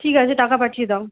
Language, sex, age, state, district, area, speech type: Bengali, female, 18-30, West Bengal, Purulia, rural, conversation